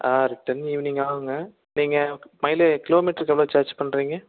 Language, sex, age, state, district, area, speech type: Tamil, male, 30-45, Tamil Nadu, Erode, rural, conversation